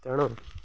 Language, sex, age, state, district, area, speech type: Odia, male, 45-60, Odisha, Koraput, urban, spontaneous